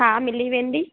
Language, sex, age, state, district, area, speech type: Sindhi, female, 18-30, Rajasthan, Ajmer, urban, conversation